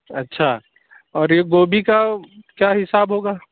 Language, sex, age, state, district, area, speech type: Urdu, male, 18-30, Uttar Pradesh, Lucknow, urban, conversation